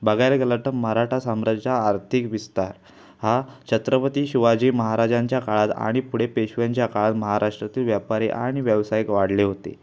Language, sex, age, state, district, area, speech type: Marathi, male, 18-30, Maharashtra, Ratnagiri, urban, spontaneous